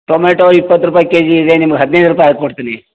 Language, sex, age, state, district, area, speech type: Kannada, male, 60+, Karnataka, Koppal, rural, conversation